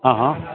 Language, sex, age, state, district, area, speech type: Gujarati, male, 60+, Gujarat, Rajkot, rural, conversation